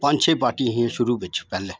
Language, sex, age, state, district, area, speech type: Dogri, male, 60+, Jammu and Kashmir, Udhampur, rural, spontaneous